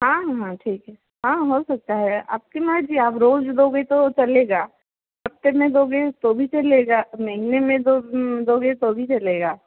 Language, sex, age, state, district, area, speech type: Hindi, female, 30-45, Madhya Pradesh, Seoni, urban, conversation